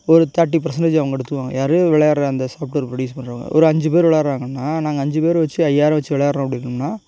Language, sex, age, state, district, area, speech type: Tamil, male, 18-30, Tamil Nadu, Tiruchirappalli, rural, spontaneous